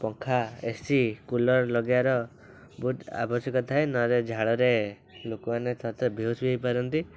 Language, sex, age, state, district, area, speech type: Odia, male, 18-30, Odisha, Cuttack, urban, spontaneous